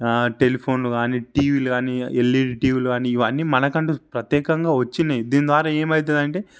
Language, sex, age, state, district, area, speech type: Telugu, male, 18-30, Telangana, Sangareddy, urban, spontaneous